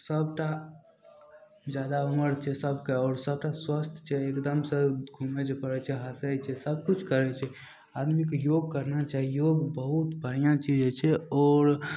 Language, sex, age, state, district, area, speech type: Maithili, male, 18-30, Bihar, Madhepura, rural, spontaneous